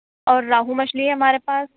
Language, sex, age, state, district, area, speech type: Urdu, female, 18-30, Delhi, Central Delhi, urban, conversation